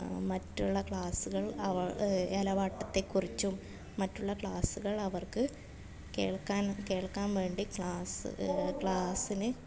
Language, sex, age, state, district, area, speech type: Malayalam, female, 30-45, Kerala, Kasaragod, rural, spontaneous